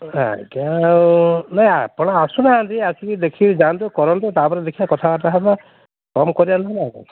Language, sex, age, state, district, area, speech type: Odia, male, 60+, Odisha, Gajapati, rural, conversation